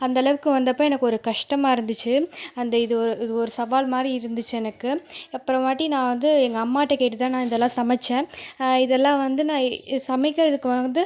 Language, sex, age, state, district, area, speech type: Tamil, female, 18-30, Tamil Nadu, Pudukkottai, rural, spontaneous